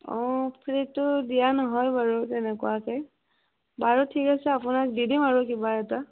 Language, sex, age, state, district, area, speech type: Assamese, female, 30-45, Assam, Morigaon, rural, conversation